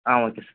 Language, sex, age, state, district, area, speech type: Tamil, male, 18-30, Tamil Nadu, Thanjavur, rural, conversation